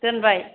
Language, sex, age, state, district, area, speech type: Bodo, female, 45-60, Assam, Kokrajhar, rural, conversation